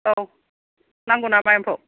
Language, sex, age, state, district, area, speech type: Bodo, female, 60+, Assam, Kokrajhar, rural, conversation